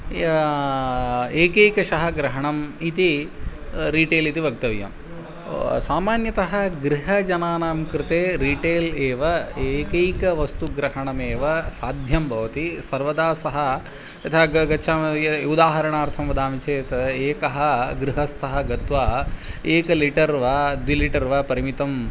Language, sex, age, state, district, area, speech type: Sanskrit, male, 45-60, Tamil Nadu, Kanchipuram, urban, spontaneous